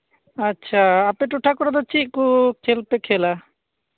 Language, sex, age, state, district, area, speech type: Santali, male, 30-45, West Bengal, Birbhum, rural, conversation